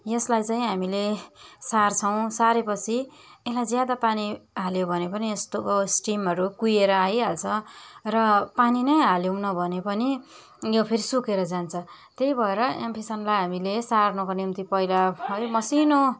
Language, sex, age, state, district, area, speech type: Nepali, female, 30-45, West Bengal, Darjeeling, rural, spontaneous